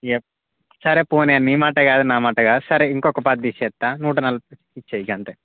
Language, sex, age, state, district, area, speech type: Telugu, male, 18-30, Telangana, Mancherial, rural, conversation